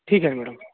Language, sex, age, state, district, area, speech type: Marathi, male, 30-45, Maharashtra, Yavatmal, urban, conversation